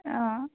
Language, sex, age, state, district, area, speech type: Assamese, female, 30-45, Assam, Lakhimpur, rural, conversation